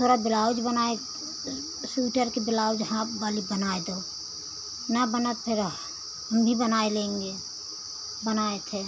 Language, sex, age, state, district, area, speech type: Hindi, female, 60+, Uttar Pradesh, Pratapgarh, rural, spontaneous